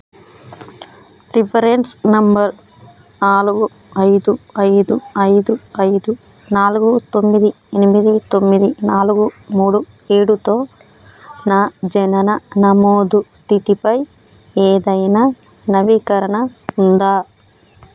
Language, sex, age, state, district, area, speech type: Telugu, female, 30-45, Telangana, Hanamkonda, rural, read